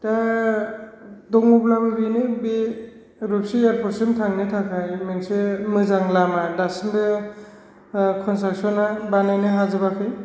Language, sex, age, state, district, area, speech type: Bodo, male, 45-60, Assam, Kokrajhar, rural, spontaneous